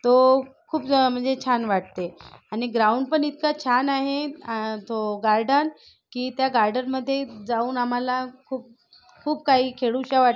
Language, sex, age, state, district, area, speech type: Marathi, female, 30-45, Maharashtra, Nagpur, urban, spontaneous